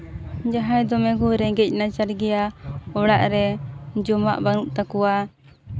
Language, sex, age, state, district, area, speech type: Santali, female, 18-30, West Bengal, Purba Bardhaman, rural, spontaneous